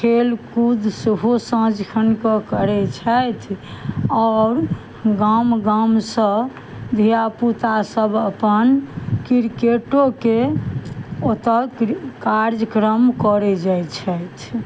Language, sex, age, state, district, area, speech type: Maithili, female, 60+, Bihar, Madhubani, rural, spontaneous